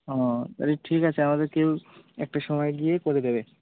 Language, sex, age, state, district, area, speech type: Bengali, male, 18-30, West Bengal, Birbhum, urban, conversation